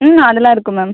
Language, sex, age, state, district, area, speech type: Tamil, female, 18-30, Tamil Nadu, Viluppuram, urban, conversation